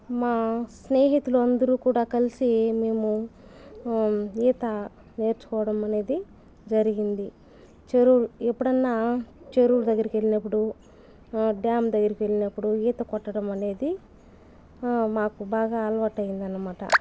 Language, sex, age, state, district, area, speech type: Telugu, female, 30-45, Andhra Pradesh, Sri Balaji, rural, spontaneous